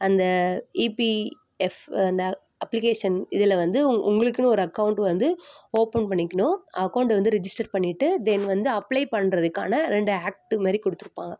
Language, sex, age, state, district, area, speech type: Tamil, female, 18-30, Tamil Nadu, Chennai, urban, spontaneous